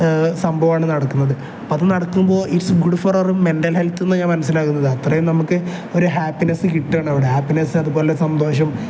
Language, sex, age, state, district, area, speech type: Malayalam, male, 18-30, Kerala, Kozhikode, rural, spontaneous